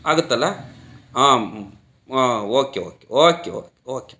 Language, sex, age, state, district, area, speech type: Kannada, male, 60+, Karnataka, Chitradurga, rural, spontaneous